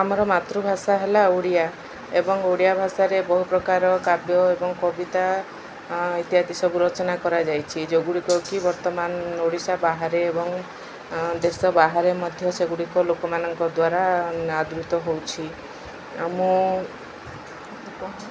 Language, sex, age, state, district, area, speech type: Odia, female, 45-60, Odisha, Koraput, urban, spontaneous